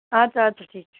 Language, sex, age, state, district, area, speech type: Kashmiri, female, 18-30, Jammu and Kashmir, Budgam, rural, conversation